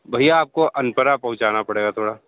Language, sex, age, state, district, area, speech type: Hindi, male, 30-45, Uttar Pradesh, Sonbhadra, rural, conversation